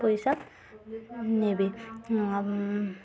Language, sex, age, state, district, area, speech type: Odia, female, 18-30, Odisha, Subarnapur, urban, spontaneous